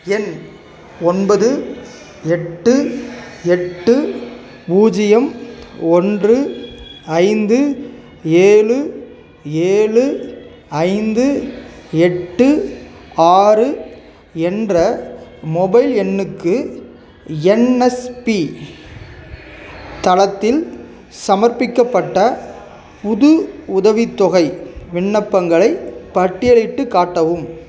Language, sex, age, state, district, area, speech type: Tamil, male, 30-45, Tamil Nadu, Ariyalur, rural, read